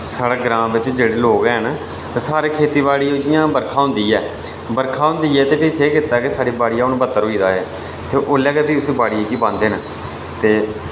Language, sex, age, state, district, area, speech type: Dogri, male, 18-30, Jammu and Kashmir, Reasi, rural, spontaneous